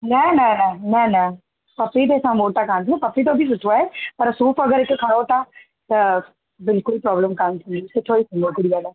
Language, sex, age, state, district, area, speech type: Sindhi, female, 30-45, Gujarat, Kutch, rural, conversation